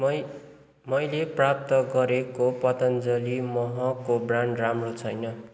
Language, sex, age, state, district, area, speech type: Nepali, male, 18-30, West Bengal, Kalimpong, rural, read